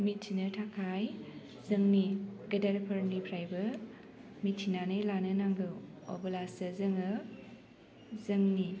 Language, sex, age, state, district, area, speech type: Bodo, female, 18-30, Assam, Baksa, rural, spontaneous